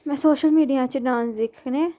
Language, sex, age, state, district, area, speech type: Dogri, female, 18-30, Jammu and Kashmir, Udhampur, rural, spontaneous